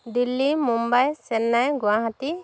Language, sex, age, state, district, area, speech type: Assamese, female, 30-45, Assam, Dhemaji, urban, spontaneous